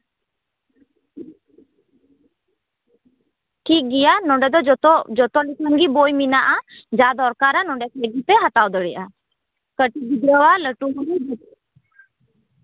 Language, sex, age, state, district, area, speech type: Santali, female, 30-45, West Bengal, Birbhum, rural, conversation